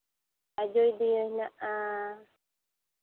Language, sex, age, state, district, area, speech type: Santali, female, 30-45, West Bengal, Purulia, rural, conversation